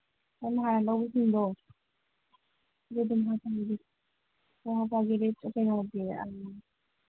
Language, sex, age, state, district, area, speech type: Manipuri, female, 30-45, Manipur, Imphal East, rural, conversation